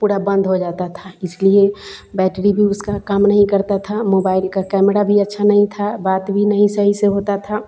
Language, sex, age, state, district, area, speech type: Hindi, female, 45-60, Bihar, Vaishali, urban, spontaneous